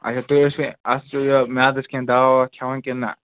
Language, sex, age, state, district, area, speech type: Kashmiri, male, 18-30, Jammu and Kashmir, Ganderbal, rural, conversation